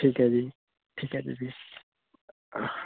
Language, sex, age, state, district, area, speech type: Punjabi, male, 18-30, Punjab, Fazilka, rural, conversation